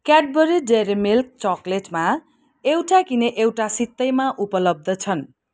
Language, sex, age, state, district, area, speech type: Nepali, female, 45-60, West Bengal, Kalimpong, rural, read